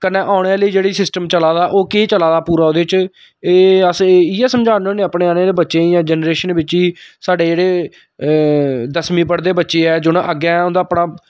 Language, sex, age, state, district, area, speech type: Dogri, male, 30-45, Jammu and Kashmir, Samba, rural, spontaneous